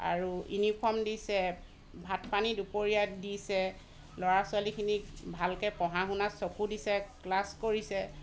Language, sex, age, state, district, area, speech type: Assamese, female, 30-45, Assam, Dhemaji, rural, spontaneous